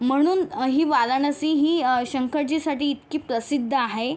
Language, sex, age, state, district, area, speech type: Marathi, female, 18-30, Maharashtra, Yavatmal, rural, spontaneous